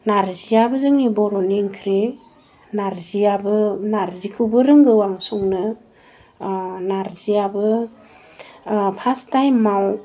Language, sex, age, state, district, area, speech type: Bodo, female, 30-45, Assam, Udalguri, rural, spontaneous